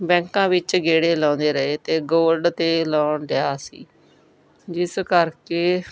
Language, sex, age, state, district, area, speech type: Punjabi, female, 45-60, Punjab, Bathinda, rural, spontaneous